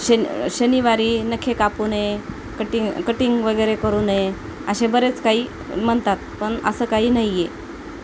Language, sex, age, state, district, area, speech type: Marathi, female, 30-45, Maharashtra, Nanded, rural, spontaneous